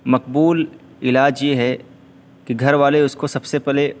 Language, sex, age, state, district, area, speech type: Urdu, male, 18-30, Uttar Pradesh, Siddharthnagar, rural, spontaneous